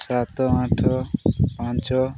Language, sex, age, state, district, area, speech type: Odia, male, 18-30, Odisha, Nabarangpur, urban, spontaneous